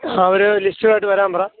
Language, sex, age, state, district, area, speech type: Malayalam, male, 45-60, Kerala, Alappuzha, rural, conversation